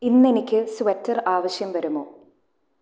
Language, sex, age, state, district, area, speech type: Malayalam, female, 18-30, Kerala, Thrissur, rural, read